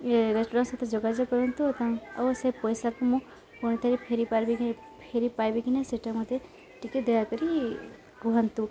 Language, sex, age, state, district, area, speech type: Odia, female, 18-30, Odisha, Subarnapur, urban, spontaneous